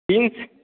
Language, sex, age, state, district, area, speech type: Hindi, male, 18-30, Bihar, Samastipur, rural, conversation